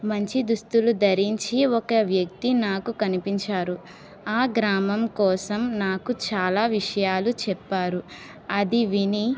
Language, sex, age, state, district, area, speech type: Telugu, female, 30-45, Andhra Pradesh, Kakinada, urban, spontaneous